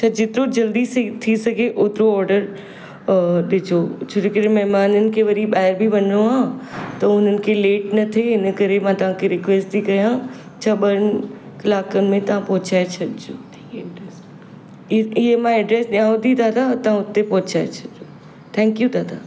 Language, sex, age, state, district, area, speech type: Sindhi, female, 45-60, Maharashtra, Mumbai Suburban, urban, spontaneous